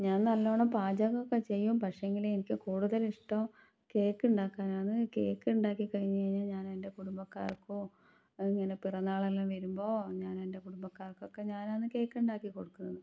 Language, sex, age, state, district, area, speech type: Malayalam, female, 30-45, Kerala, Kannur, rural, spontaneous